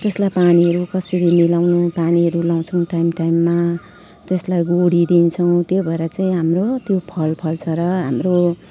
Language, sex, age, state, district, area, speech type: Nepali, female, 45-60, West Bengal, Jalpaiguri, urban, spontaneous